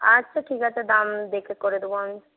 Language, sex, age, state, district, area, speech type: Bengali, female, 60+, West Bengal, Jhargram, rural, conversation